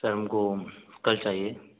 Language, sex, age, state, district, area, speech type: Hindi, male, 18-30, Rajasthan, Bharatpur, rural, conversation